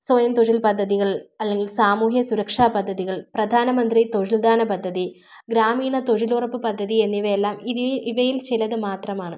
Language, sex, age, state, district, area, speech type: Malayalam, female, 30-45, Kerala, Thiruvananthapuram, rural, spontaneous